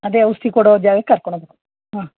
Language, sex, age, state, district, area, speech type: Kannada, female, 60+, Karnataka, Mandya, rural, conversation